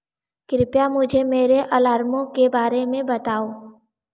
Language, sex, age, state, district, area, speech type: Hindi, female, 18-30, Uttar Pradesh, Varanasi, urban, read